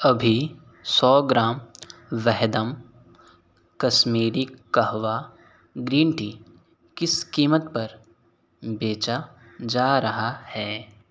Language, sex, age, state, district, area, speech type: Hindi, male, 18-30, Uttar Pradesh, Sonbhadra, rural, read